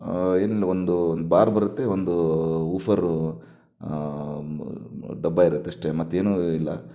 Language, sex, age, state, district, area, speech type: Kannada, male, 30-45, Karnataka, Shimoga, rural, spontaneous